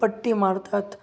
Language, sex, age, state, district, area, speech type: Marathi, male, 18-30, Maharashtra, Ahmednagar, rural, spontaneous